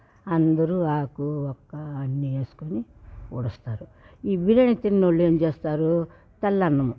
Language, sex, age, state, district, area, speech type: Telugu, female, 60+, Andhra Pradesh, Sri Balaji, urban, spontaneous